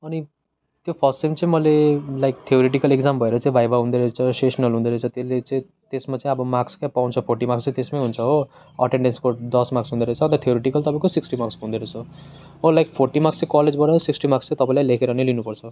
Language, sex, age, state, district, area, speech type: Nepali, male, 18-30, West Bengal, Darjeeling, rural, spontaneous